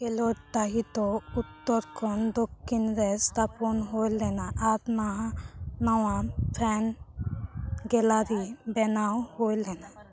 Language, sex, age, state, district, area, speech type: Santali, female, 18-30, West Bengal, Bankura, rural, read